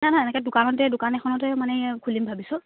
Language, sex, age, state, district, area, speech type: Assamese, female, 18-30, Assam, Charaideo, rural, conversation